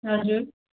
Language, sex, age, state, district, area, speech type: Nepali, female, 18-30, West Bengal, Kalimpong, rural, conversation